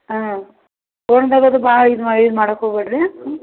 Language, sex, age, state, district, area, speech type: Kannada, female, 60+, Karnataka, Belgaum, urban, conversation